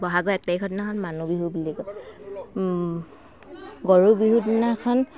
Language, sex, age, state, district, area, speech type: Assamese, female, 45-60, Assam, Dhemaji, rural, spontaneous